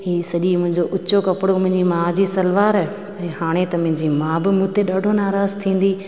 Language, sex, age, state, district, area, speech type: Sindhi, female, 30-45, Rajasthan, Ajmer, urban, spontaneous